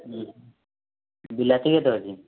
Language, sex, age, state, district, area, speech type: Odia, male, 18-30, Odisha, Mayurbhanj, rural, conversation